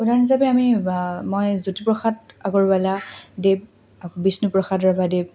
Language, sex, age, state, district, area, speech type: Assamese, female, 18-30, Assam, Lakhimpur, rural, spontaneous